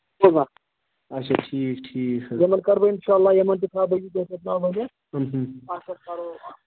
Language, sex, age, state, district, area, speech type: Kashmiri, male, 30-45, Jammu and Kashmir, Ganderbal, rural, conversation